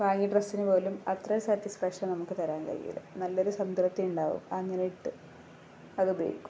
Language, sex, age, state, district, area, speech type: Malayalam, female, 45-60, Kerala, Kozhikode, rural, spontaneous